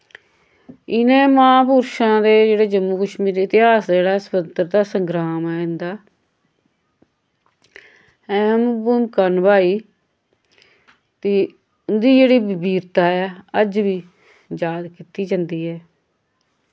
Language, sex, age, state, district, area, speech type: Dogri, female, 45-60, Jammu and Kashmir, Samba, rural, spontaneous